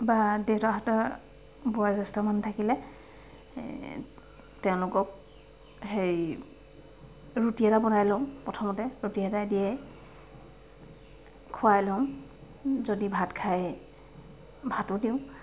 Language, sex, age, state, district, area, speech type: Assamese, female, 30-45, Assam, Sivasagar, urban, spontaneous